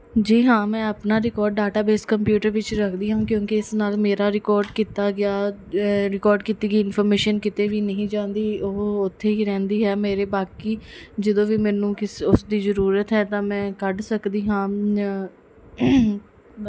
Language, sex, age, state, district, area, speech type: Punjabi, female, 18-30, Punjab, Mansa, urban, spontaneous